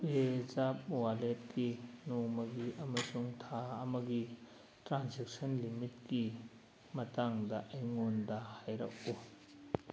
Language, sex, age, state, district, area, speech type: Manipuri, male, 60+, Manipur, Churachandpur, urban, read